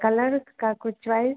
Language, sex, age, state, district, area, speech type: Hindi, female, 18-30, Bihar, Madhepura, rural, conversation